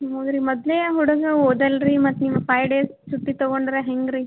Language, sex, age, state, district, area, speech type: Kannada, female, 18-30, Karnataka, Gulbarga, urban, conversation